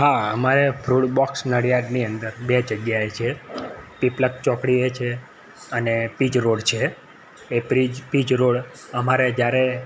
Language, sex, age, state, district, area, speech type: Gujarati, male, 30-45, Gujarat, Kheda, rural, spontaneous